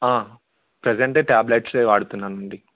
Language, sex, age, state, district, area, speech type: Telugu, male, 18-30, Andhra Pradesh, Annamaya, rural, conversation